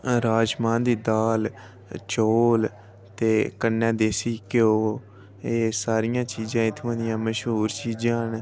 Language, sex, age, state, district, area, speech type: Dogri, male, 18-30, Jammu and Kashmir, Udhampur, rural, spontaneous